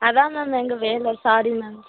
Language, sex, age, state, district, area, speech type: Tamil, female, 18-30, Tamil Nadu, Madurai, urban, conversation